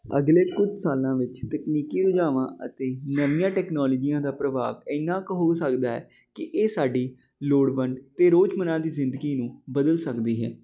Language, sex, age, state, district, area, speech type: Punjabi, male, 18-30, Punjab, Jalandhar, urban, spontaneous